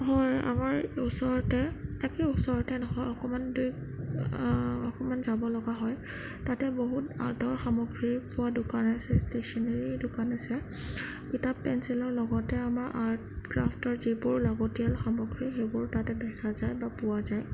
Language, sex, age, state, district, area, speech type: Assamese, female, 18-30, Assam, Sonitpur, rural, spontaneous